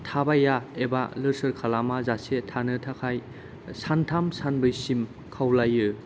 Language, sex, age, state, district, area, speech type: Bodo, male, 30-45, Assam, Kokrajhar, rural, spontaneous